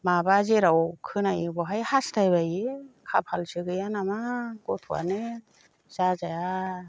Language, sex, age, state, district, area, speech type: Bodo, female, 60+, Assam, Chirang, rural, spontaneous